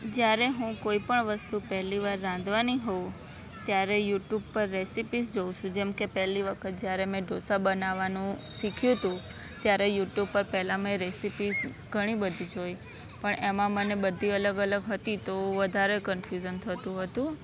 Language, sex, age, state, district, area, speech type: Gujarati, female, 18-30, Gujarat, Anand, urban, spontaneous